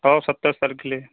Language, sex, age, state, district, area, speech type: Marathi, male, 30-45, Maharashtra, Amravati, urban, conversation